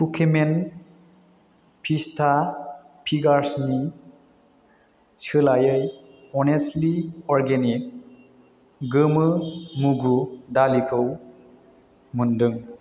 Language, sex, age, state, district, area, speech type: Bodo, male, 30-45, Assam, Chirang, rural, read